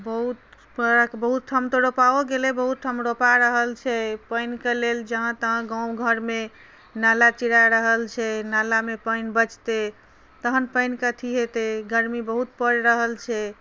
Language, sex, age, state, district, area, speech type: Maithili, female, 30-45, Bihar, Madhubani, rural, spontaneous